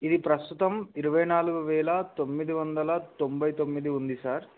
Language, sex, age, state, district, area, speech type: Telugu, male, 18-30, Telangana, Adilabad, urban, conversation